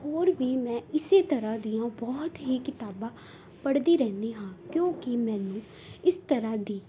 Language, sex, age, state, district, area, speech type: Punjabi, female, 18-30, Punjab, Tarn Taran, urban, spontaneous